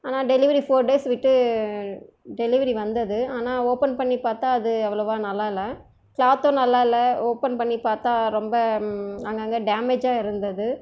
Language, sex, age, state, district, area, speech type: Tamil, female, 30-45, Tamil Nadu, Krishnagiri, rural, spontaneous